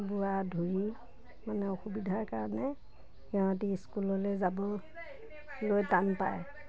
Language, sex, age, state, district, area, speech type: Assamese, female, 30-45, Assam, Nagaon, rural, spontaneous